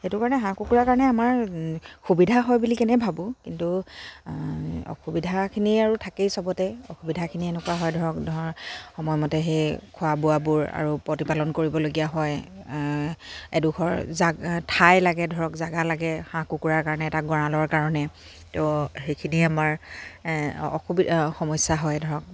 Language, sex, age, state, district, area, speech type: Assamese, female, 30-45, Assam, Dibrugarh, rural, spontaneous